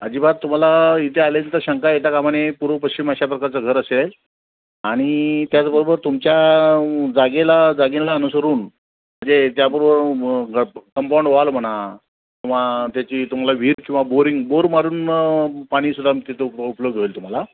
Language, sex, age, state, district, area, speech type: Marathi, male, 45-60, Maharashtra, Sindhudurg, rural, conversation